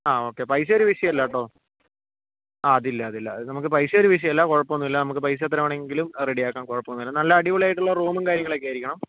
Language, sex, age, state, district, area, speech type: Malayalam, male, 60+, Kerala, Kozhikode, urban, conversation